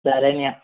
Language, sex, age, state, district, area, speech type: Telugu, male, 18-30, Andhra Pradesh, East Godavari, urban, conversation